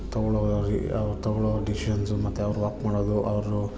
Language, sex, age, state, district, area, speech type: Kannada, male, 30-45, Karnataka, Bangalore Urban, urban, spontaneous